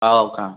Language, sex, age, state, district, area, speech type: Marathi, other, 18-30, Maharashtra, Buldhana, urban, conversation